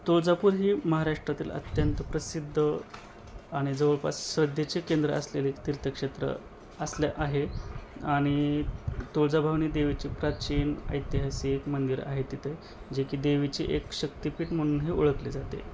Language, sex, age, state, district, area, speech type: Marathi, male, 30-45, Maharashtra, Osmanabad, rural, spontaneous